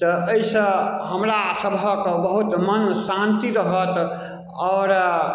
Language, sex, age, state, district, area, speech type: Maithili, male, 60+, Bihar, Darbhanga, rural, spontaneous